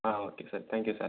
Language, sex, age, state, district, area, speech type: Tamil, male, 18-30, Tamil Nadu, Tiruchirappalli, urban, conversation